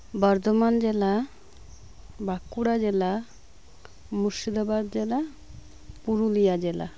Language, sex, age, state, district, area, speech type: Santali, female, 30-45, West Bengal, Birbhum, rural, spontaneous